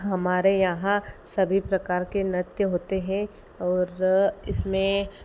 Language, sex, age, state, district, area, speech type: Hindi, female, 30-45, Madhya Pradesh, Ujjain, urban, spontaneous